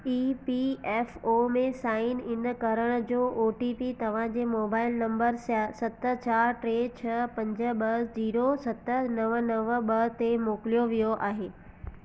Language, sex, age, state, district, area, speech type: Sindhi, female, 18-30, Gujarat, Surat, urban, read